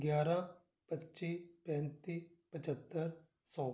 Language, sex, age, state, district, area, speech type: Punjabi, male, 60+, Punjab, Amritsar, urban, spontaneous